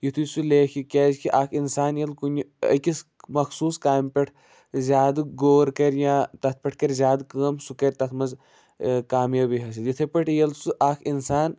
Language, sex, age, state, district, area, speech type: Kashmiri, male, 45-60, Jammu and Kashmir, Budgam, rural, spontaneous